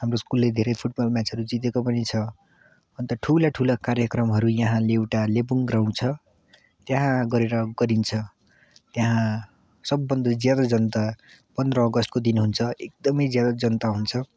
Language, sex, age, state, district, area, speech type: Nepali, male, 18-30, West Bengal, Darjeeling, urban, spontaneous